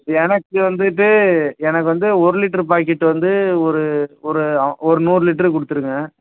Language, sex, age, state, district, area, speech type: Tamil, male, 18-30, Tamil Nadu, Perambalur, urban, conversation